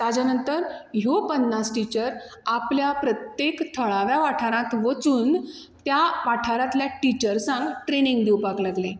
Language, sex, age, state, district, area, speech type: Goan Konkani, female, 30-45, Goa, Bardez, rural, spontaneous